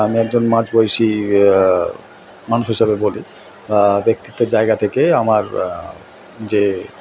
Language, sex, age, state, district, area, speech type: Bengali, male, 45-60, West Bengal, Purba Bardhaman, urban, spontaneous